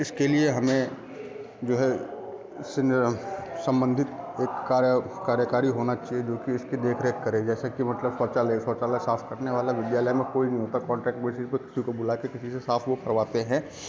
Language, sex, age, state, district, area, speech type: Hindi, male, 30-45, Bihar, Darbhanga, rural, spontaneous